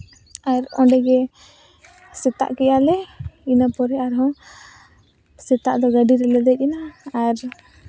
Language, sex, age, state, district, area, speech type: Santali, female, 18-30, Jharkhand, Seraikela Kharsawan, rural, spontaneous